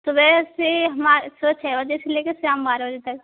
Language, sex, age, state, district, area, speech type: Hindi, female, 18-30, Rajasthan, Karauli, rural, conversation